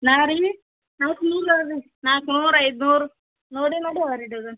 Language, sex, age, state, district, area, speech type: Kannada, female, 18-30, Karnataka, Bidar, urban, conversation